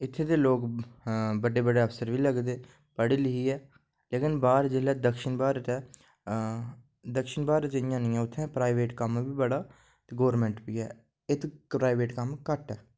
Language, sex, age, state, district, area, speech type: Dogri, male, 45-60, Jammu and Kashmir, Udhampur, rural, spontaneous